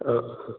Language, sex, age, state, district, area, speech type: Malayalam, male, 18-30, Kerala, Wayanad, rural, conversation